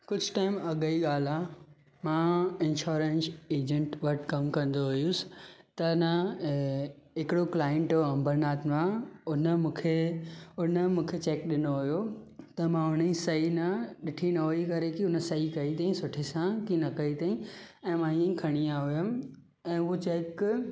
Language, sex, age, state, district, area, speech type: Sindhi, male, 18-30, Maharashtra, Thane, urban, spontaneous